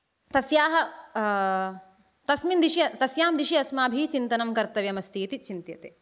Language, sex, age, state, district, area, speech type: Sanskrit, female, 18-30, Karnataka, Dakshina Kannada, urban, spontaneous